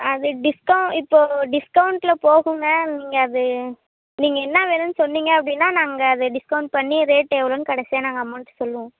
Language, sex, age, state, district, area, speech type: Tamil, female, 18-30, Tamil Nadu, Kallakurichi, rural, conversation